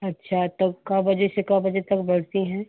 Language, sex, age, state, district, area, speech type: Hindi, female, 45-60, Uttar Pradesh, Chandauli, rural, conversation